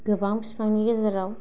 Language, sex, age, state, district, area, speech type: Bodo, female, 18-30, Assam, Kokrajhar, rural, spontaneous